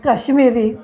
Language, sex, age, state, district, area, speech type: Marathi, male, 60+, Maharashtra, Pune, urban, spontaneous